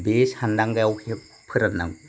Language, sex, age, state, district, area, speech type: Bodo, male, 60+, Assam, Kokrajhar, urban, spontaneous